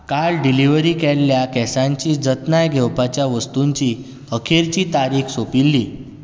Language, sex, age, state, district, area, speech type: Goan Konkani, male, 18-30, Goa, Bardez, urban, read